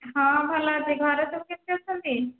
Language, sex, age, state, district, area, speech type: Odia, female, 30-45, Odisha, Khordha, rural, conversation